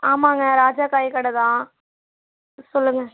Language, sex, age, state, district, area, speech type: Tamil, female, 18-30, Tamil Nadu, Kallakurichi, urban, conversation